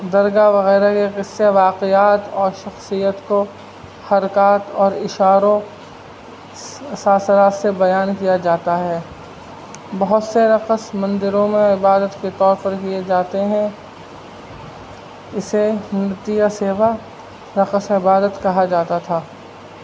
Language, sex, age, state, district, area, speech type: Urdu, male, 30-45, Uttar Pradesh, Rampur, urban, spontaneous